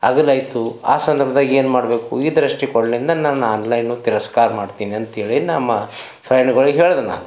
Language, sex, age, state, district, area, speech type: Kannada, male, 60+, Karnataka, Bidar, urban, spontaneous